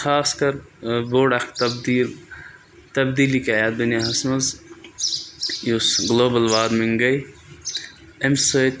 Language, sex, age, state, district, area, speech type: Kashmiri, male, 18-30, Jammu and Kashmir, Budgam, rural, spontaneous